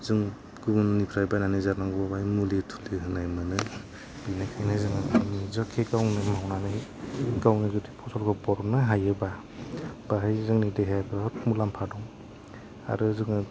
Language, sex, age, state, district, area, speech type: Bodo, male, 30-45, Assam, Kokrajhar, rural, spontaneous